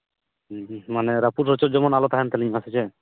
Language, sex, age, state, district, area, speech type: Santali, male, 30-45, West Bengal, Purulia, rural, conversation